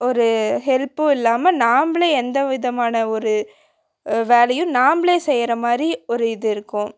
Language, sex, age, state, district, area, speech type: Tamil, female, 18-30, Tamil Nadu, Coimbatore, urban, spontaneous